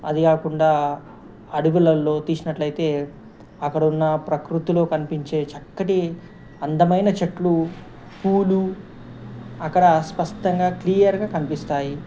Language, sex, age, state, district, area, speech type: Telugu, male, 45-60, Telangana, Ranga Reddy, urban, spontaneous